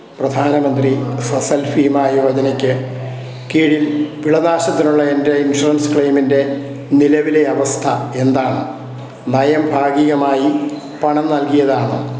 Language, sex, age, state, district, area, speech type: Malayalam, male, 60+, Kerala, Kottayam, rural, read